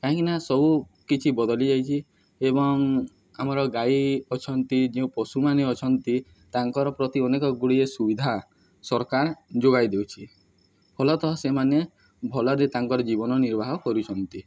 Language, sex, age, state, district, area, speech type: Odia, male, 18-30, Odisha, Nuapada, urban, spontaneous